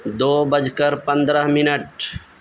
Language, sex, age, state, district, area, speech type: Urdu, male, 30-45, Delhi, South Delhi, urban, read